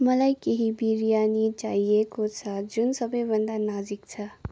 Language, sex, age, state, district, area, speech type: Nepali, female, 18-30, West Bengal, Kalimpong, rural, read